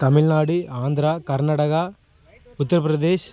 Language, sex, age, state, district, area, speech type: Tamil, male, 18-30, Tamil Nadu, Thoothukudi, rural, spontaneous